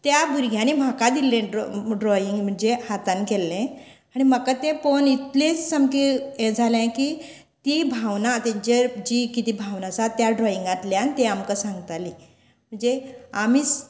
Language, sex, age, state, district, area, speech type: Goan Konkani, female, 45-60, Goa, Canacona, rural, spontaneous